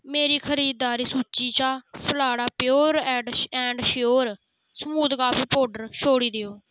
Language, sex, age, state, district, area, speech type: Dogri, female, 18-30, Jammu and Kashmir, Samba, rural, read